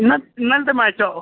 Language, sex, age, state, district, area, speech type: Malayalam, male, 18-30, Kerala, Idukki, rural, conversation